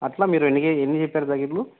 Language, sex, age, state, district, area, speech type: Telugu, male, 30-45, Andhra Pradesh, Nandyal, rural, conversation